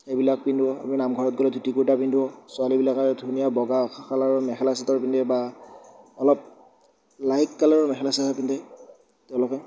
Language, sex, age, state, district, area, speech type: Assamese, male, 18-30, Assam, Darrang, rural, spontaneous